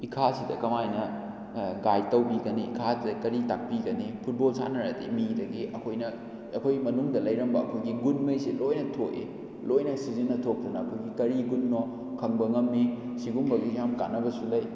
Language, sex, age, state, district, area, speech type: Manipuri, male, 18-30, Manipur, Kakching, rural, spontaneous